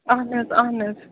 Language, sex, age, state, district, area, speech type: Kashmiri, female, 30-45, Jammu and Kashmir, Srinagar, urban, conversation